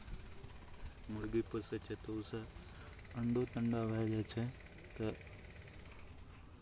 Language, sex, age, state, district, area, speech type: Maithili, male, 18-30, Bihar, Araria, rural, spontaneous